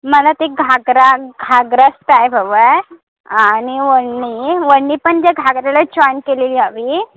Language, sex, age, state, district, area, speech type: Marathi, female, 18-30, Maharashtra, Sindhudurg, rural, conversation